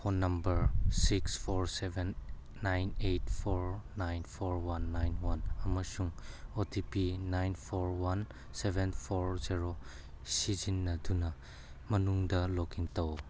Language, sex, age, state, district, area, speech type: Manipuri, male, 18-30, Manipur, Churachandpur, rural, read